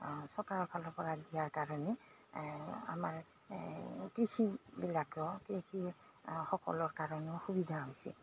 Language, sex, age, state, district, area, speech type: Assamese, female, 45-60, Assam, Goalpara, urban, spontaneous